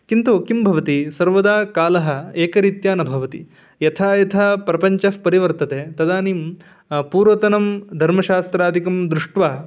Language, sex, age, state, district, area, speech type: Sanskrit, male, 18-30, Karnataka, Uttara Kannada, rural, spontaneous